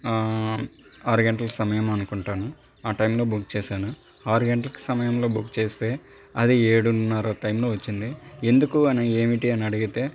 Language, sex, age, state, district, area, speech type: Telugu, male, 30-45, Andhra Pradesh, Nellore, urban, spontaneous